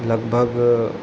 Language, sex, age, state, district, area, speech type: Hindi, male, 18-30, Madhya Pradesh, Jabalpur, urban, spontaneous